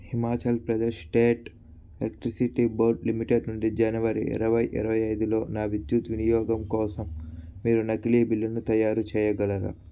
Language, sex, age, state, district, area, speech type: Telugu, male, 18-30, Andhra Pradesh, Sri Balaji, urban, read